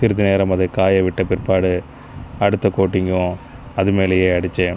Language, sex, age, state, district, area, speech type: Tamil, male, 30-45, Tamil Nadu, Pudukkottai, rural, spontaneous